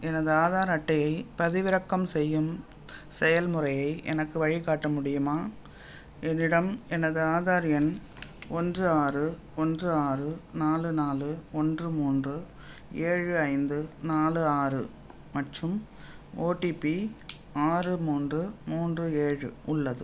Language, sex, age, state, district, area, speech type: Tamil, female, 60+, Tamil Nadu, Thanjavur, urban, read